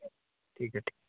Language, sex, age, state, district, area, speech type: Hindi, male, 18-30, Uttar Pradesh, Varanasi, rural, conversation